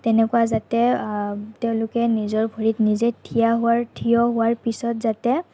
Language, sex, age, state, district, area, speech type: Assamese, female, 45-60, Assam, Morigaon, urban, spontaneous